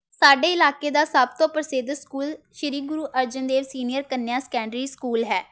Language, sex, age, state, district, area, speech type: Punjabi, female, 18-30, Punjab, Tarn Taran, rural, spontaneous